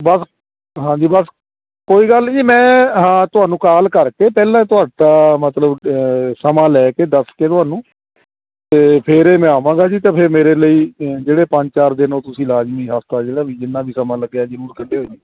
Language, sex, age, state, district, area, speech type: Punjabi, male, 45-60, Punjab, Shaheed Bhagat Singh Nagar, urban, conversation